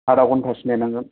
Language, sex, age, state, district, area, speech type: Bodo, male, 30-45, Assam, Kokrajhar, rural, conversation